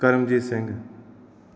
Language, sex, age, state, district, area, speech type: Punjabi, male, 45-60, Punjab, Bathinda, urban, spontaneous